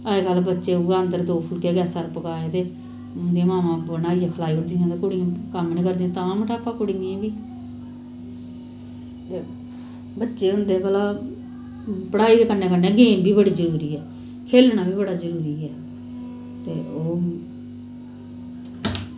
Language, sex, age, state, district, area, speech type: Dogri, female, 30-45, Jammu and Kashmir, Samba, rural, spontaneous